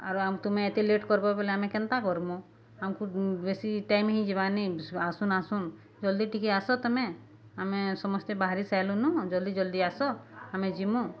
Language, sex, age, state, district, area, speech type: Odia, female, 30-45, Odisha, Bargarh, rural, spontaneous